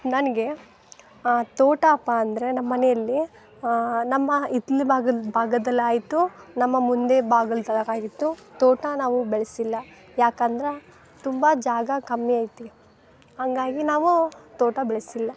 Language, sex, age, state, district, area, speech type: Kannada, female, 18-30, Karnataka, Dharwad, urban, spontaneous